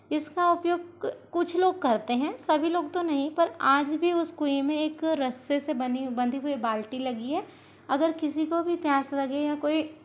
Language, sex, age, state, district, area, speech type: Hindi, female, 60+, Madhya Pradesh, Balaghat, rural, spontaneous